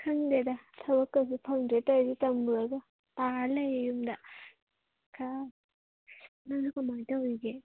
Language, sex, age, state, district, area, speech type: Manipuri, female, 18-30, Manipur, Kangpokpi, urban, conversation